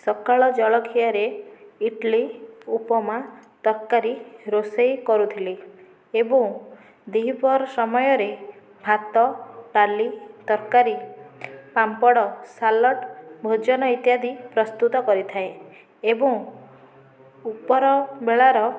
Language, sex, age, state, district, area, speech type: Odia, female, 18-30, Odisha, Nayagarh, rural, spontaneous